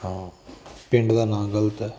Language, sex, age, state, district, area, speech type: Punjabi, male, 30-45, Punjab, Firozpur, rural, spontaneous